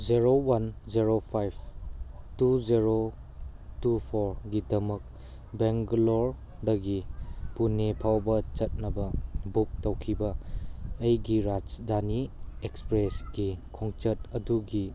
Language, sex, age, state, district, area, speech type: Manipuri, male, 18-30, Manipur, Churachandpur, rural, read